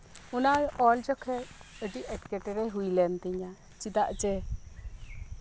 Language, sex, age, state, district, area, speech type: Santali, female, 45-60, West Bengal, Birbhum, rural, spontaneous